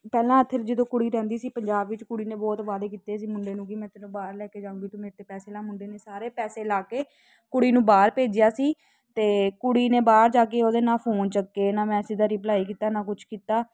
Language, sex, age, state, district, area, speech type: Punjabi, female, 18-30, Punjab, Ludhiana, urban, spontaneous